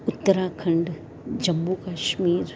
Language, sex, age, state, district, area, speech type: Gujarati, female, 60+, Gujarat, Valsad, rural, spontaneous